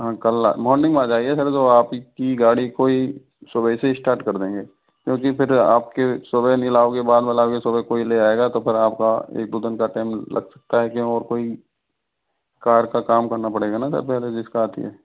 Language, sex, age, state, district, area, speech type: Hindi, male, 45-60, Rajasthan, Karauli, rural, conversation